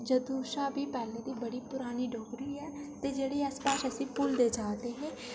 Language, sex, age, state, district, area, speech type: Dogri, female, 18-30, Jammu and Kashmir, Udhampur, rural, spontaneous